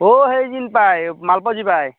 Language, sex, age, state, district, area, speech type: Assamese, male, 30-45, Assam, Darrang, rural, conversation